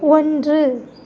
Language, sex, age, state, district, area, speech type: Tamil, female, 30-45, Tamil Nadu, Thoothukudi, rural, read